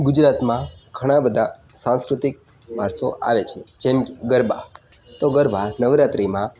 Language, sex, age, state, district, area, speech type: Gujarati, male, 18-30, Gujarat, Narmada, rural, spontaneous